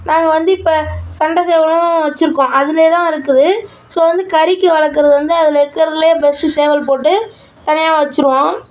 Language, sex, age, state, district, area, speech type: Tamil, male, 18-30, Tamil Nadu, Tiruchirappalli, urban, spontaneous